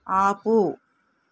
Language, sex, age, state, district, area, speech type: Telugu, female, 45-60, Telangana, Hyderabad, urban, read